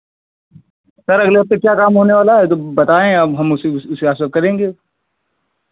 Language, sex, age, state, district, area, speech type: Hindi, male, 45-60, Uttar Pradesh, Sitapur, rural, conversation